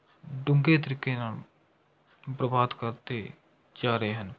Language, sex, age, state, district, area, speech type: Punjabi, male, 18-30, Punjab, Rupnagar, rural, spontaneous